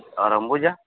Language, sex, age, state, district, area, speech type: Bengali, male, 18-30, West Bengal, Uttar Dinajpur, urban, conversation